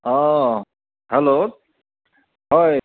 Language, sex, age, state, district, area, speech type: Assamese, male, 30-45, Assam, Goalpara, urban, conversation